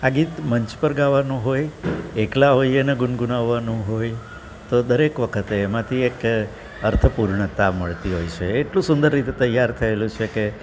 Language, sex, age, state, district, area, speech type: Gujarati, male, 60+, Gujarat, Surat, urban, spontaneous